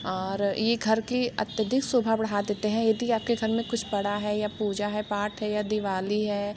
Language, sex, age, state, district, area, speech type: Hindi, female, 45-60, Uttar Pradesh, Mirzapur, rural, spontaneous